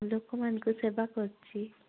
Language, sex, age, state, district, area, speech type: Odia, female, 18-30, Odisha, Koraput, urban, conversation